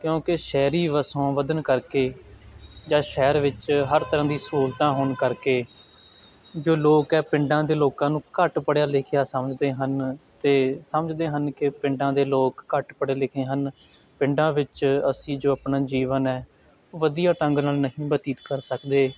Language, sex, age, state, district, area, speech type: Punjabi, male, 18-30, Punjab, Shaheed Bhagat Singh Nagar, rural, spontaneous